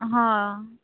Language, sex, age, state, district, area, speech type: Odia, female, 45-60, Odisha, Sundergarh, rural, conversation